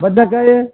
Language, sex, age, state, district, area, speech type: Kannada, male, 45-60, Karnataka, Bellary, rural, conversation